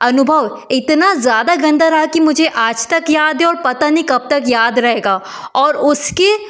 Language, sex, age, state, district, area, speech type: Hindi, female, 30-45, Madhya Pradesh, Betul, urban, spontaneous